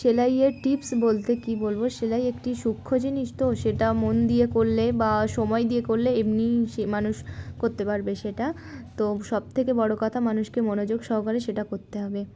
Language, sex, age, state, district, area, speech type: Bengali, female, 18-30, West Bengal, Darjeeling, urban, spontaneous